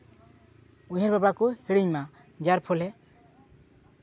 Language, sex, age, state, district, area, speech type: Santali, male, 18-30, West Bengal, Purba Bardhaman, rural, spontaneous